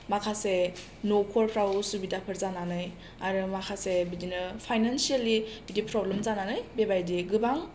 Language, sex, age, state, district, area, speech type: Bodo, female, 18-30, Assam, Chirang, urban, spontaneous